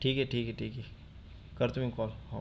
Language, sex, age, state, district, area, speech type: Marathi, male, 30-45, Maharashtra, Buldhana, urban, spontaneous